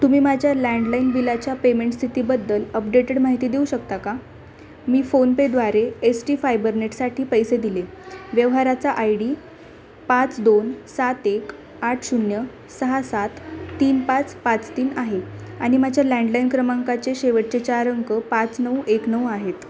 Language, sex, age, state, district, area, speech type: Marathi, female, 18-30, Maharashtra, Osmanabad, rural, read